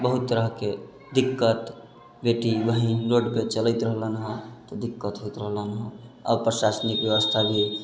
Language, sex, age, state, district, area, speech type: Maithili, male, 18-30, Bihar, Sitamarhi, rural, spontaneous